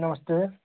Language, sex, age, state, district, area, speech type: Hindi, male, 30-45, Uttar Pradesh, Hardoi, rural, conversation